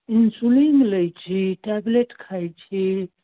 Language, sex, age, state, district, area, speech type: Maithili, female, 60+, Bihar, Madhubani, rural, conversation